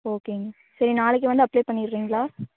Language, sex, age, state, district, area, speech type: Tamil, female, 18-30, Tamil Nadu, Namakkal, rural, conversation